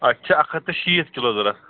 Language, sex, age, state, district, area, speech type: Kashmiri, male, 30-45, Jammu and Kashmir, Srinagar, urban, conversation